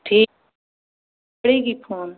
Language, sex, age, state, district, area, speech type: Hindi, female, 30-45, Uttar Pradesh, Ayodhya, rural, conversation